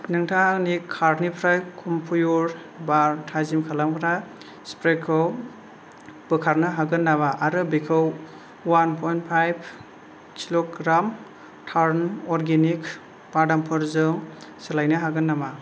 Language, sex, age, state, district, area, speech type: Bodo, male, 18-30, Assam, Kokrajhar, rural, read